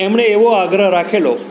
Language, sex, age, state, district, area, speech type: Gujarati, male, 60+, Gujarat, Rajkot, urban, spontaneous